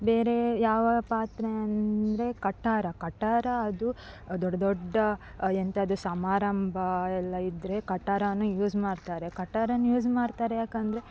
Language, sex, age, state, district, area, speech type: Kannada, female, 18-30, Karnataka, Dakshina Kannada, rural, spontaneous